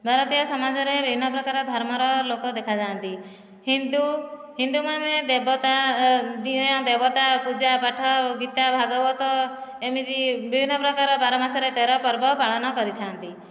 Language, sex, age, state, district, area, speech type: Odia, female, 30-45, Odisha, Nayagarh, rural, spontaneous